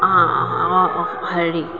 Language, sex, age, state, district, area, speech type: Assamese, female, 45-60, Assam, Morigaon, rural, spontaneous